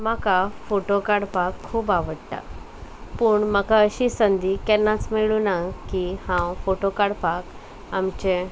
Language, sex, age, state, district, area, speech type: Goan Konkani, female, 18-30, Goa, Salcete, rural, spontaneous